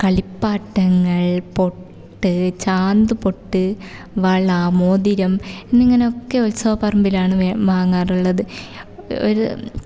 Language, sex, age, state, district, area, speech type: Malayalam, female, 18-30, Kerala, Kasaragod, rural, spontaneous